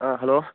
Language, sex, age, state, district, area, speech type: Manipuri, male, 18-30, Manipur, Churachandpur, rural, conversation